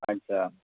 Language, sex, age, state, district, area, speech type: Bengali, male, 18-30, West Bengal, Purba Bardhaman, urban, conversation